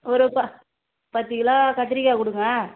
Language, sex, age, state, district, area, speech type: Tamil, female, 45-60, Tamil Nadu, Tiruvannamalai, rural, conversation